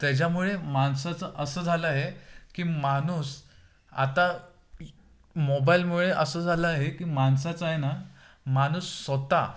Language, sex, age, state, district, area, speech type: Marathi, male, 18-30, Maharashtra, Ratnagiri, rural, spontaneous